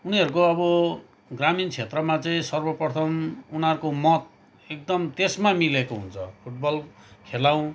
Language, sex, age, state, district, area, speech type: Nepali, male, 30-45, West Bengal, Kalimpong, rural, spontaneous